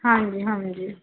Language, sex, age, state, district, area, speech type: Punjabi, female, 18-30, Punjab, Faridkot, urban, conversation